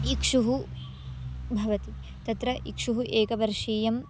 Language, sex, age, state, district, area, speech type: Sanskrit, female, 18-30, Karnataka, Belgaum, rural, spontaneous